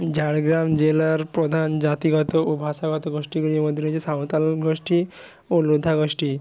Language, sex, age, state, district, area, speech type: Bengali, male, 60+, West Bengal, Jhargram, rural, spontaneous